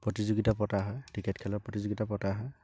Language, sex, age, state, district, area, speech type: Assamese, male, 18-30, Assam, Dibrugarh, rural, spontaneous